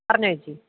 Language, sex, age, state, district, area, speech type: Malayalam, female, 30-45, Kerala, Alappuzha, rural, conversation